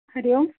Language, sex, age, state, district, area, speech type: Sanskrit, female, 30-45, Kerala, Thiruvananthapuram, urban, conversation